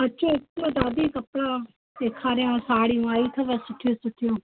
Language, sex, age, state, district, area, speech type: Sindhi, female, 18-30, Rajasthan, Ajmer, urban, conversation